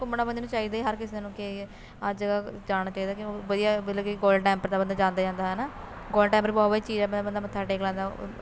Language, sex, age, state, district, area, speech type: Punjabi, female, 18-30, Punjab, Shaheed Bhagat Singh Nagar, rural, spontaneous